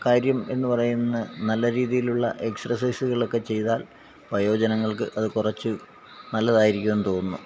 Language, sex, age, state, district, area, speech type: Malayalam, male, 45-60, Kerala, Alappuzha, rural, spontaneous